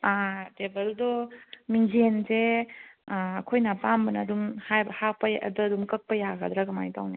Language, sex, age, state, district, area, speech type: Manipuri, female, 18-30, Manipur, Kangpokpi, urban, conversation